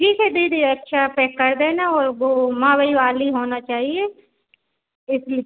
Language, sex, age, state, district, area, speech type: Hindi, female, 30-45, Madhya Pradesh, Hoshangabad, rural, conversation